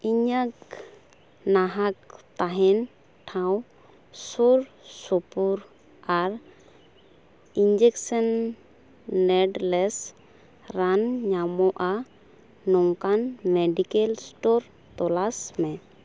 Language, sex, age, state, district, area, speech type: Santali, female, 18-30, West Bengal, Purulia, rural, read